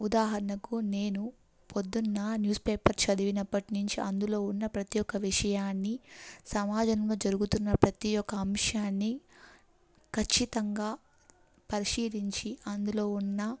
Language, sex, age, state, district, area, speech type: Telugu, female, 18-30, Andhra Pradesh, Kadapa, rural, spontaneous